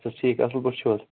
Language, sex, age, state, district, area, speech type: Kashmiri, male, 18-30, Jammu and Kashmir, Bandipora, rural, conversation